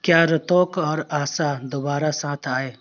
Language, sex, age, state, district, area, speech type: Urdu, male, 18-30, Bihar, Khagaria, rural, read